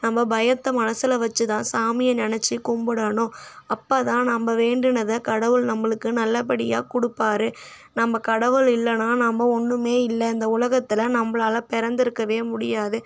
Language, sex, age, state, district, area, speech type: Tamil, female, 18-30, Tamil Nadu, Kallakurichi, urban, spontaneous